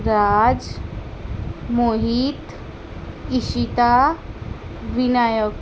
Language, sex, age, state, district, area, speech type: Gujarati, female, 18-30, Gujarat, Ahmedabad, urban, spontaneous